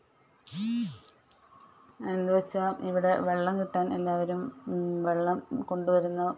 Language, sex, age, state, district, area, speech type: Malayalam, female, 30-45, Kerala, Malappuram, rural, spontaneous